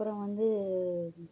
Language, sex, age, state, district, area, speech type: Tamil, female, 30-45, Tamil Nadu, Namakkal, rural, spontaneous